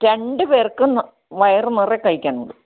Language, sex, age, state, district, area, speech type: Malayalam, female, 45-60, Kerala, Kottayam, rural, conversation